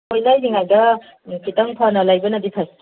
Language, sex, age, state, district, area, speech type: Manipuri, female, 45-60, Manipur, Kangpokpi, urban, conversation